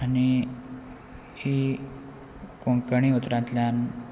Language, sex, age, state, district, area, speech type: Goan Konkani, male, 18-30, Goa, Quepem, rural, spontaneous